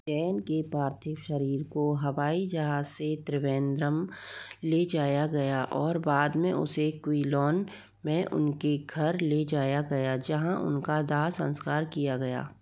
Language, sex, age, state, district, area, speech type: Hindi, female, 45-60, Rajasthan, Jaipur, urban, read